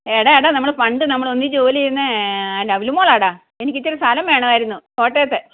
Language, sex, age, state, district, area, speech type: Malayalam, female, 45-60, Kerala, Kottayam, urban, conversation